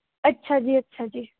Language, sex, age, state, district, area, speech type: Punjabi, female, 18-30, Punjab, Shaheed Bhagat Singh Nagar, urban, conversation